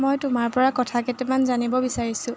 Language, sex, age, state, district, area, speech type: Assamese, female, 18-30, Assam, Jorhat, urban, spontaneous